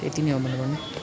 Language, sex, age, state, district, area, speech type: Nepali, male, 18-30, West Bengal, Kalimpong, rural, spontaneous